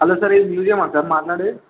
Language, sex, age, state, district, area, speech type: Telugu, male, 30-45, Andhra Pradesh, Srikakulam, urban, conversation